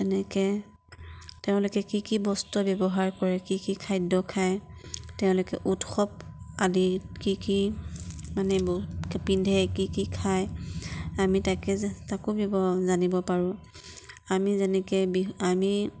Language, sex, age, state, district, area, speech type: Assamese, female, 30-45, Assam, Nagaon, rural, spontaneous